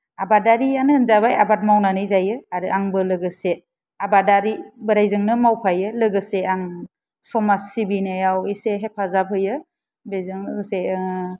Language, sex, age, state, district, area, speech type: Bodo, female, 30-45, Assam, Kokrajhar, rural, spontaneous